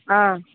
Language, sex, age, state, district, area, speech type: Tamil, female, 18-30, Tamil Nadu, Namakkal, rural, conversation